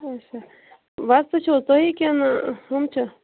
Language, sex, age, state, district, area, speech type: Kashmiri, female, 30-45, Jammu and Kashmir, Bandipora, rural, conversation